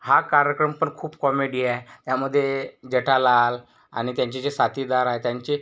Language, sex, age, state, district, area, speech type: Marathi, male, 18-30, Maharashtra, Yavatmal, rural, spontaneous